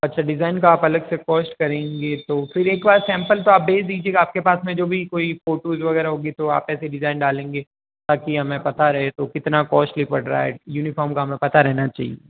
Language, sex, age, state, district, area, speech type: Hindi, male, 18-30, Rajasthan, Jodhpur, urban, conversation